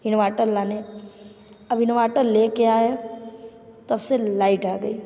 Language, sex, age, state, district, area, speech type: Hindi, female, 18-30, Uttar Pradesh, Mirzapur, rural, spontaneous